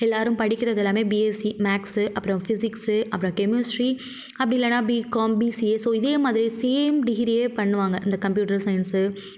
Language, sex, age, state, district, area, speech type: Tamil, female, 45-60, Tamil Nadu, Mayiladuthurai, rural, spontaneous